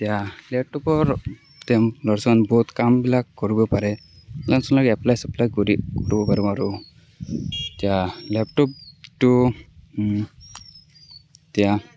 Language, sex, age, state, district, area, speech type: Assamese, male, 18-30, Assam, Barpeta, rural, spontaneous